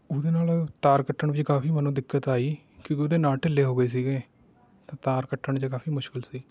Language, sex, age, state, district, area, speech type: Punjabi, male, 30-45, Punjab, Rupnagar, rural, spontaneous